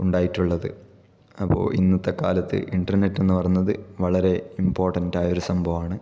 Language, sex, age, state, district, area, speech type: Malayalam, male, 18-30, Kerala, Kasaragod, rural, spontaneous